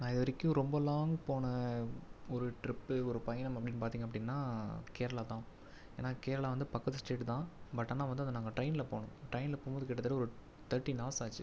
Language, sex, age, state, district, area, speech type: Tamil, male, 18-30, Tamil Nadu, Viluppuram, urban, spontaneous